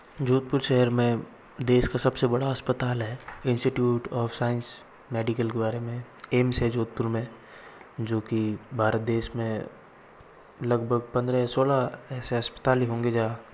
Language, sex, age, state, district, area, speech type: Hindi, male, 60+, Rajasthan, Jodhpur, urban, spontaneous